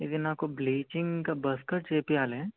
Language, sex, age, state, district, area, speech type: Telugu, male, 18-30, Telangana, Ranga Reddy, urban, conversation